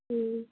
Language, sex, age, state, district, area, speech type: Bengali, female, 30-45, West Bengal, Darjeeling, rural, conversation